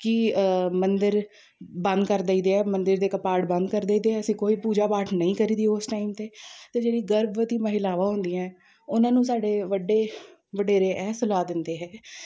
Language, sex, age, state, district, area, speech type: Punjabi, female, 30-45, Punjab, Amritsar, urban, spontaneous